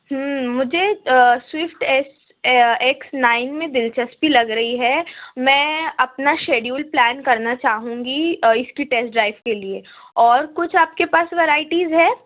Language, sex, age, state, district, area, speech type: Urdu, female, 30-45, Maharashtra, Nashik, urban, conversation